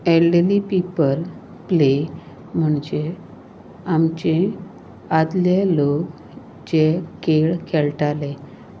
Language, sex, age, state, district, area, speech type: Goan Konkani, female, 45-60, Goa, Salcete, rural, spontaneous